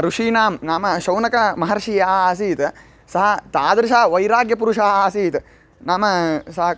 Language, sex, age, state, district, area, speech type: Sanskrit, male, 18-30, Karnataka, Chitradurga, rural, spontaneous